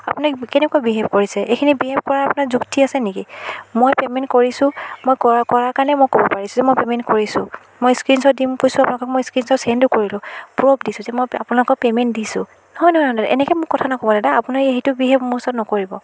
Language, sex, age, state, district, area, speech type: Assamese, female, 45-60, Assam, Biswanath, rural, spontaneous